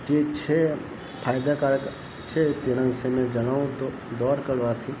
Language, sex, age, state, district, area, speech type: Gujarati, male, 30-45, Gujarat, Narmada, rural, spontaneous